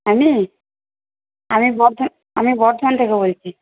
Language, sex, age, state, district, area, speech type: Bengali, female, 30-45, West Bengal, Purba Bardhaman, urban, conversation